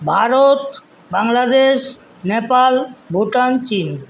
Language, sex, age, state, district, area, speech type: Bengali, male, 60+, West Bengal, Paschim Medinipur, rural, spontaneous